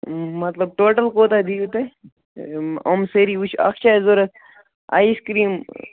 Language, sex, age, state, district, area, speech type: Kashmiri, male, 18-30, Jammu and Kashmir, Baramulla, rural, conversation